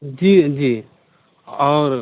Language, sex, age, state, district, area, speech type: Hindi, male, 30-45, Bihar, Muzaffarpur, urban, conversation